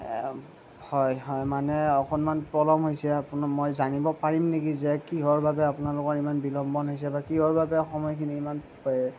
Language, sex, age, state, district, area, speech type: Assamese, male, 18-30, Assam, Morigaon, rural, spontaneous